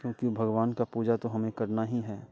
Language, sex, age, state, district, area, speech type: Hindi, male, 30-45, Bihar, Muzaffarpur, rural, spontaneous